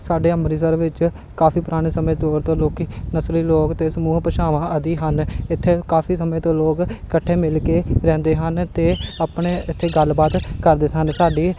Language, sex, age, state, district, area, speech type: Punjabi, male, 30-45, Punjab, Amritsar, urban, spontaneous